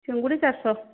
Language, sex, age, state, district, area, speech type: Odia, female, 45-60, Odisha, Jajpur, rural, conversation